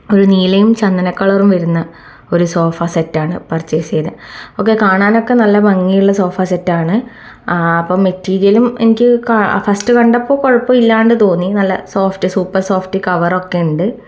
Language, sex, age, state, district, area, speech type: Malayalam, female, 18-30, Kerala, Kannur, rural, spontaneous